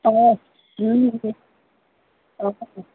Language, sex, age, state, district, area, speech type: Assamese, female, 60+, Assam, Golaghat, rural, conversation